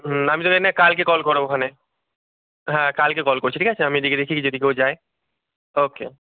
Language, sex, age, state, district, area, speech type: Bengali, male, 18-30, West Bengal, Kolkata, urban, conversation